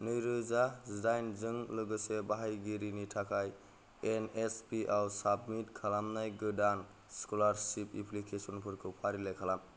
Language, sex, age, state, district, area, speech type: Bodo, male, 18-30, Assam, Kokrajhar, rural, read